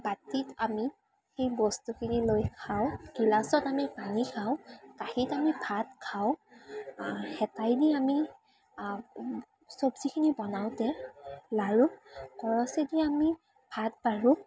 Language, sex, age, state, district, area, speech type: Assamese, female, 18-30, Assam, Kamrup Metropolitan, urban, spontaneous